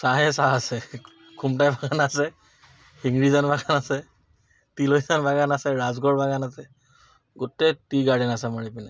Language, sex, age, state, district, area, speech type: Assamese, male, 30-45, Assam, Dibrugarh, urban, spontaneous